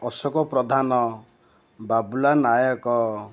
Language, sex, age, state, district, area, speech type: Odia, male, 45-60, Odisha, Ganjam, urban, spontaneous